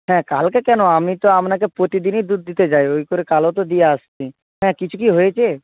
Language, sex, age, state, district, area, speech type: Bengali, male, 60+, West Bengal, Purba Medinipur, rural, conversation